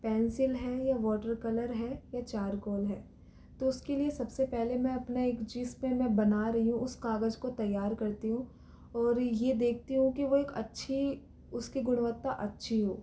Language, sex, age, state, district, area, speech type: Hindi, female, 18-30, Rajasthan, Jaipur, urban, spontaneous